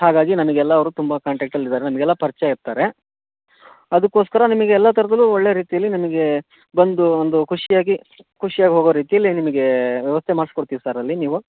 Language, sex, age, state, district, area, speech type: Kannada, male, 30-45, Karnataka, Shimoga, urban, conversation